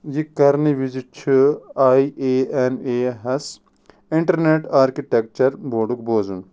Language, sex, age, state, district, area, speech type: Kashmiri, male, 30-45, Jammu and Kashmir, Ganderbal, rural, read